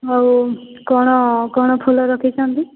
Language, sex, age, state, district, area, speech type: Odia, female, 45-60, Odisha, Boudh, rural, conversation